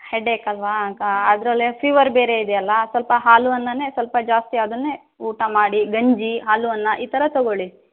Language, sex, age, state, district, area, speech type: Kannada, female, 18-30, Karnataka, Davanagere, rural, conversation